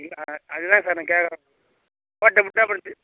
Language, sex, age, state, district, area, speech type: Tamil, male, 30-45, Tamil Nadu, Kallakurichi, rural, conversation